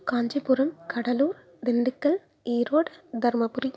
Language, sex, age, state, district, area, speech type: Tamil, female, 18-30, Tamil Nadu, Nagapattinam, rural, spontaneous